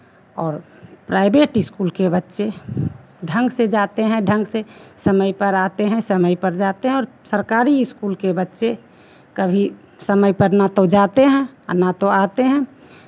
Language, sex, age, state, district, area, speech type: Hindi, female, 60+, Bihar, Begusarai, rural, spontaneous